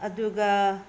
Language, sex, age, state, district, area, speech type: Manipuri, female, 45-60, Manipur, Senapati, rural, spontaneous